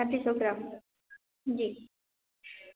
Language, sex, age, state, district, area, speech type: Hindi, female, 18-30, Uttar Pradesh, Bhadohi, rural, conversation